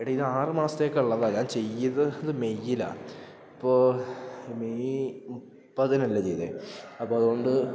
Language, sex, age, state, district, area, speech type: Malayalam, male, 18-30, Kerala, Idukki, rural, spontaneous